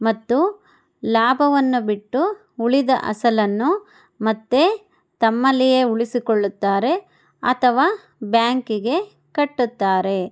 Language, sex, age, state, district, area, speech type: Kannada, female, 30-45, Karnataka, Chikkaballapur, rural, spontaneous